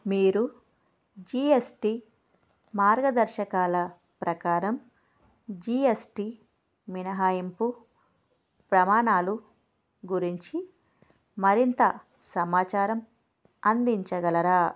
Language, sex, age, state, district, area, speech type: Telugu, female, 18-30, Andhra Pradesh, Krishna, urban, read